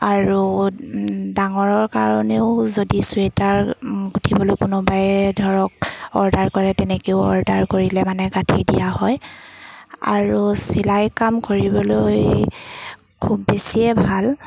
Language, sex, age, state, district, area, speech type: Assamese, female, 30-45, Assam, Sivasagar, rural, spontaneous